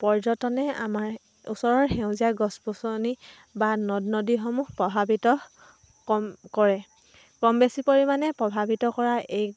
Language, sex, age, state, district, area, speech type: Assamese, female, 18-30, Assam, Dhemaji, rural, spontaneous